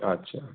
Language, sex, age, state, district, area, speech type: Bengali, male, 18-30, West Bengal, Purulia, urban, conversation